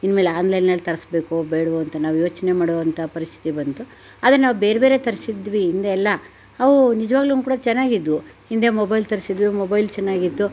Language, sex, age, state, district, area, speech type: Kannada, female, 60+, Karnataka, Chitradurga, rural, spontaneous